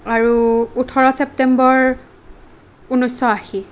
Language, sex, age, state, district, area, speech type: Assamese, female, 18-30, Assam, Kamrup Metropolitan, urban, spontaneous